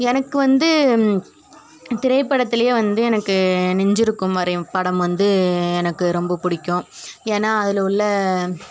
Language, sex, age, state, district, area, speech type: Tamil, female, 30-45, Tamil Nadu, Tiruvarur, urban, spontaneous